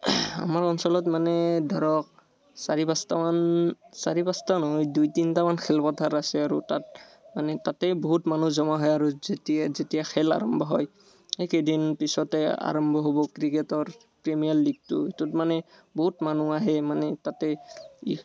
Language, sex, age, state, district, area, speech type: Assamese, male, 18-30, Assam, Barpeta, rural, spontaneous